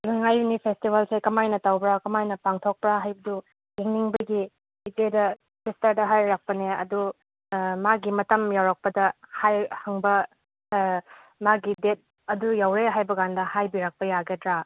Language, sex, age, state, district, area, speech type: Manipuri, female, 30-45, Manipur, Chandel, rural, conversation